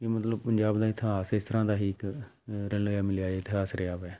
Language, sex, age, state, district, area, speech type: Punjabi, male, 45-60, Punjab, Amritsar, urban, spontaneous